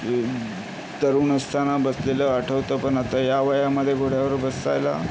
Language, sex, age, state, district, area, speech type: Marathi, male, 60+, Maharashtra, Yavatmal, urban, spontaneous